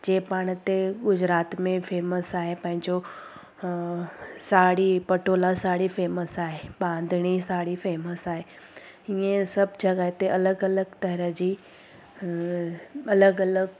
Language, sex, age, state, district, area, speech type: Sindhi, female, 30-45, Gujarat, Surat, urban, spontaneous